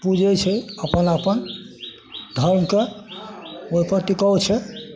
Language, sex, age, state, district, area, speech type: Maithili, male, 60+, Bihar, Madhepura, urban, spontaneous